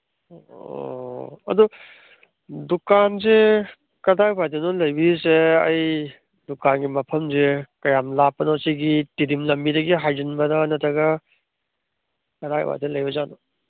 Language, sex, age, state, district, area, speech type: Manipuri, male, 30-45, Manipur, Kangpokpi, urban, conversation